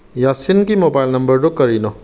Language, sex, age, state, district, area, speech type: Manipuri, male, 30-45, Manipur, Kangpokpi, urban, read